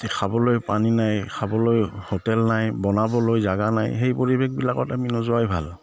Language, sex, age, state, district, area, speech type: Assamese, male, 45-60, Assam, Udalguri, rural, spontaneous